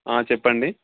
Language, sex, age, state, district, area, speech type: Telugu, male, 18-30, Telangana, Sangareddy, rural, conversation